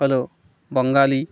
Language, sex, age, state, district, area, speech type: Bengali, male, 30-45, West Bengal, Birbhum, urban, spontaneous